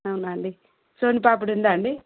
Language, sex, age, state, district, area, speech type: Telugu, female, 30-45, Telangana, Peddapalli, urban, conversation